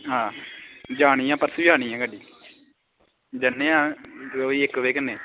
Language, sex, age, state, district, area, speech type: Dogri, male, 18-30, Jammu and Kashmir, Samba, rural, conversation